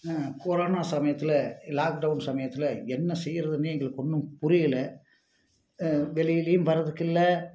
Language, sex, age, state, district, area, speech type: Tamil, male, 45-60, Tamil Nadu, Tiruppur, rural, spontaneous